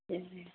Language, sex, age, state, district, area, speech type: Maithili, male, 60+, Bihar, Saharsa, rural, conversation